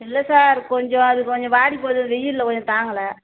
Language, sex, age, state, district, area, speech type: Tamil, female, 45-60, Tamil Nadu, Tiruvannamalai, rural, conversation